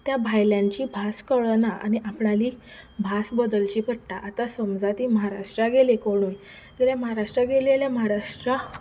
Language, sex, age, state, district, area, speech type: Goan Konkani, female, 18-30, Goa, Ponda, rural, spontaneous